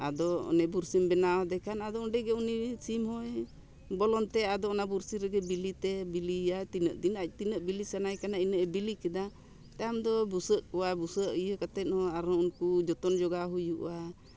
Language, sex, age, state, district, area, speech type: Santali, female, 60+, Jharkhand, Bokaro, rural, spontaneous